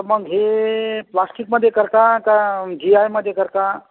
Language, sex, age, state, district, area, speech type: Marathi, male, 60+, Maharashtra, Akola, urban, conversation